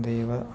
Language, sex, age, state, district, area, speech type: Malayalam, male, 45-60, Kerala, Wayanad, rural, spontaneous